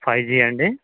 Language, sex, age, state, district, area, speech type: Telugu, male, 30-45, Telangana, Mancherial, rural, conversation